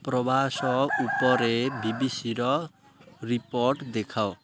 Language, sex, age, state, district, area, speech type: Odia, male, 18-30, Odisha, Malkangiri, urban, read